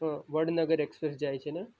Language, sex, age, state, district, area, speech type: Gujarati, male, 18-30, Gujarat, Valsad, rural, spontaneous